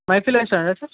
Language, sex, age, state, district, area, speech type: Telugu, male, 18-30, Telangana, Sangareddy, urban, conversation